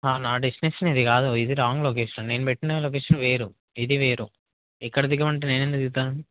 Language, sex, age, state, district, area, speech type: Telugu, male, 18-30, Telangana, Mahbubnagar, rural, conversation